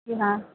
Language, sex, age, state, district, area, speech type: Hindi, female, 45-60, Uttar Pradesh, Lucknow, rural, conversation